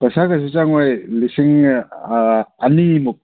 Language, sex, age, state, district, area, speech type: Manipuri, male, 30-45, Manipur, Thoubal, rural, conversation